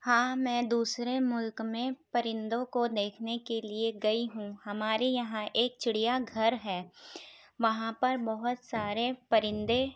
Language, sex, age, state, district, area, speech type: Urdu, female, 18-30, Uttar Pradesh, Ghaziabad, urban, spontaneous